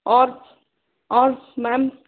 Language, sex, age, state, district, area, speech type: Hindi, female, 30-45, Uttar Pradesh, Lucknow, rural, conversation